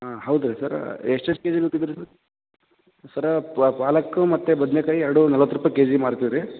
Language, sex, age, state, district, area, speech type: Kannada, male, 18-30, Karnataka, Raichur, urban, conversation